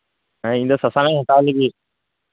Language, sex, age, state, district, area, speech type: Santali, male, 18-30, West Bengal, Birbhum, rural, conversation